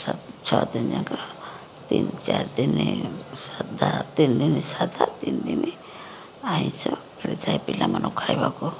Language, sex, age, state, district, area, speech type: Odia, female, 30-45, Odisha, Rayagada, rural, spontaneous